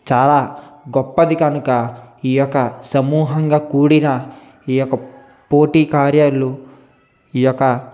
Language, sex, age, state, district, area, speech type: Telugu, male, 60+, Andhra Pradesh, East Godavari, rural, spontaneous